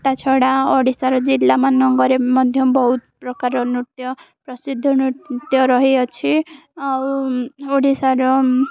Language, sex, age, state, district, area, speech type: Odia, female, 18-30, Odisha, Koraput, urban, spontaneous